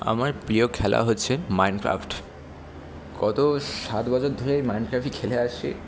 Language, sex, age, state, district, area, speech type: Bengali, male, 18-30, West Bengal, Kolkata, urban, spontaneous